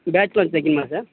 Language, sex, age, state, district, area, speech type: Tamil, male, 18-30, Tamil Nadu, Tiruvarur, urban, conversation